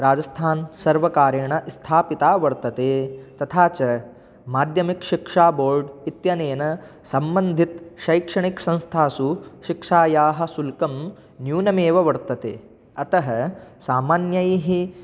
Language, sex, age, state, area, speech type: Sanskrit, male, 18-30, Rajasthan, rural, spontaneous